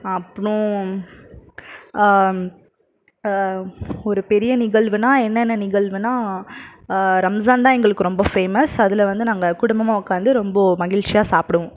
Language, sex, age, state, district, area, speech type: Tamil, male, 45-60, Tamil Nadu, Krishnagiri, rural, spontaneous